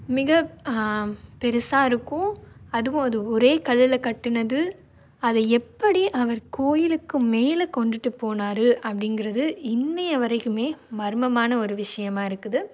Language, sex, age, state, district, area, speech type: Tamil, female, 18-30, Tamil Nadu, Nagapattinam, rural, spontaneous